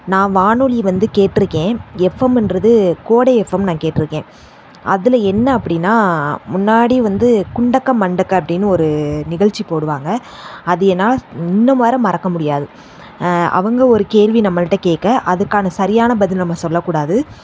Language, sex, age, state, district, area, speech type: Tamil, female, 18-30, Tamil Nadu, Sivaganga, rural, spontaneous